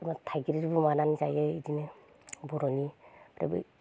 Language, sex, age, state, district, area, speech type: Bodo, female, 30-45, Assam, Baksa, rural, spontaneous